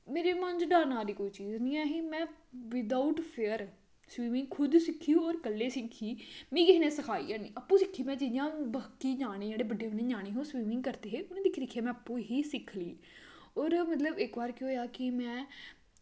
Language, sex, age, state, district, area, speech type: Dogri, female, 30-45, Jammu and Kashmir, Kathua, rural, spontaneous